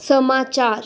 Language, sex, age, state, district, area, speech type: Hindi, female, 60+, Rajasthan, Jodhpur, urban, read